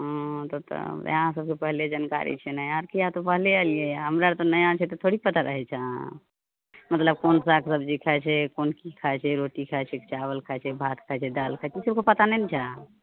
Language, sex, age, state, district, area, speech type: Maithili, female, 30-45, Bihar, Madhepura, rural, conversation